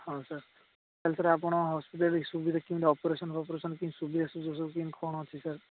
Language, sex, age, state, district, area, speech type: Odia, male, 18-30, Odisha, Ganjam, urban, conversation